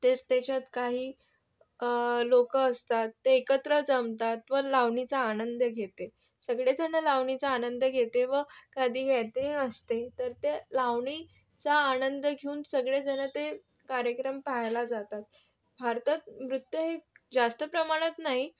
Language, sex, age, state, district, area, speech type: Marathi, female, 18-30, Maharashtra, Yavatmal, urban, spontaneous